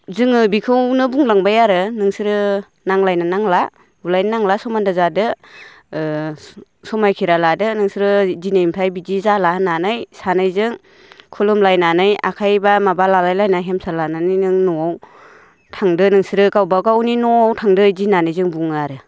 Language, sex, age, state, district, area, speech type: Bodo, female, 30-45, Assam, Baksa, rural, spontaneous